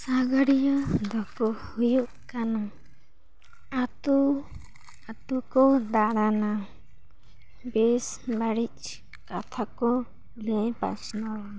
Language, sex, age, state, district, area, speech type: Santali, female, 18-30, West Bengal, Paschim Bardhaman, rural, spontaneous